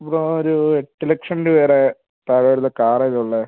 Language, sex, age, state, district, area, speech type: Malayalam, male, 18-30, Kerala, Kozhikode, urban, conversation